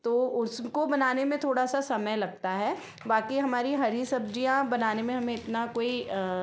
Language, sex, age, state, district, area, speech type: Hindi, female, 30-45, Madhya Pradesh, Ujjain, urban, spontaneous